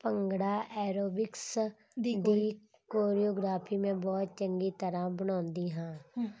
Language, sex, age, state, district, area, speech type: Punjabi, female, 18-30, Punjab, Muktsar, urban, spontaneous